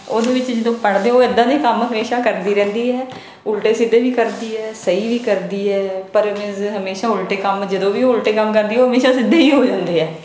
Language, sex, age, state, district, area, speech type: Punjabi, female, 30-45, Punjab, Bathinda, urban, spontaneous